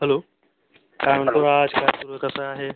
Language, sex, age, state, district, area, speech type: Marathi, male, 30-45, Maharashtra, Yavatmal, urban, conversation